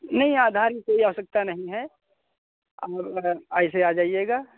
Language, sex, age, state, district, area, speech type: Hindi, male, 45-60, Uttar Pradesh, Hardoi, rural, conversation